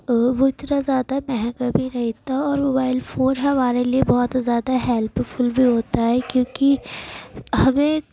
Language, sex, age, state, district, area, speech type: Urdu, female, 18-30, Uttar Pradesh, Gautam Buddha Nagar, urban, spontaneous